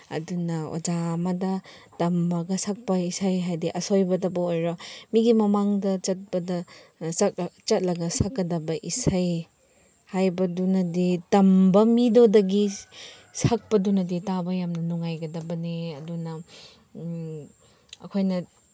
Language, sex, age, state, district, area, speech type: Manipuri, female, 45-60, Manipur, Chandel, rural, spontaneous